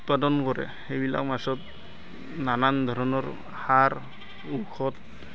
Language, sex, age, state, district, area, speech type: Assamese, male, 30-45, Assam, Barpeta, rural, spontaneous